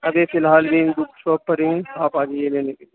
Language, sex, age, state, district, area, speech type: Urdu, male, 30-45, Uttar Pradesh, Muzaffarnagar, urban, conversation